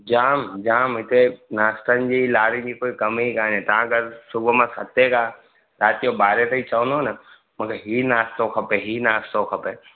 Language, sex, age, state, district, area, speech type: Sindhi, male, 30-45, Gujarat, Surat, urban, conversation